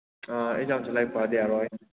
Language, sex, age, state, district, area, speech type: Manipuri, male, 18-30, Manipur, Kakching, rural, conversation